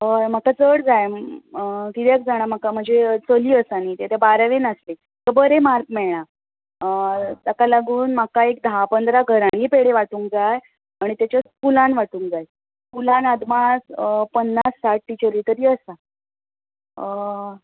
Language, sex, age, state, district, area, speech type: Goan Konkani, female, 30-45, Goa, Bardez, rural, conversation